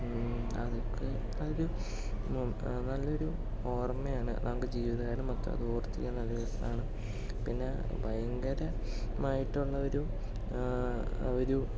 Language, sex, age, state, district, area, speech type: Malayalam, male, 18-30, Kerala, Palakkad, urban, spontaneous